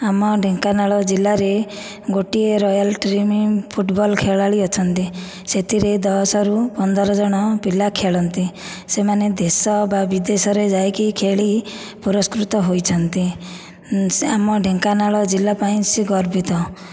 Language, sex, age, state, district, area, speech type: Odia, female, 30-45, Odisha, Dhenkanal, rural, spontaneous